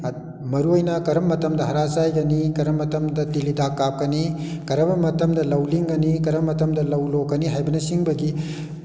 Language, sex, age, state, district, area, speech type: Manipuri, male, 60+, Manipur, Kakching, rural, spontaneous